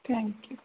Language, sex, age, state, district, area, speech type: Sindhi, female, 30-45, Rajasthan, Ajmer, urban, conversation